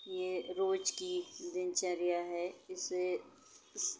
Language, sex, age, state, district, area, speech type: Hindi, female, 30-45, Madhya Pradesh, Chhindwara, urban, spontaneous